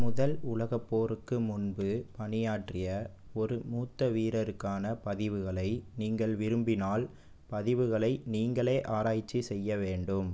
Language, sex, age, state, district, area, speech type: Tamil, male, 18-30, Tamil Nadu, Pudukkottai, rural, read